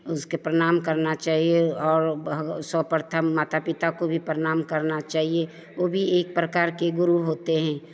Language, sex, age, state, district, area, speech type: Hindi, female, 45-60, Bihar, Begusarai, rural, spontaneous